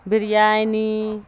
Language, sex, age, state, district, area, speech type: Urdu, female, 60+, Bihar, Darbhanga, rural, spontaneous